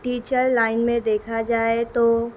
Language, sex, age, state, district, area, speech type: Urdu, female, 18-30, Bihar, Gaya, urban, spontaneous